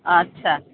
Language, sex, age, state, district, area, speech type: Odia, female, 60+, Odisha, Gajapati, rural, conversation